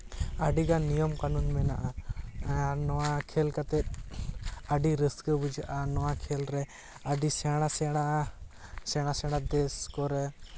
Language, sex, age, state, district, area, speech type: Santali, male, 18-30, West Bengal, Jhargram, rural, spontaneous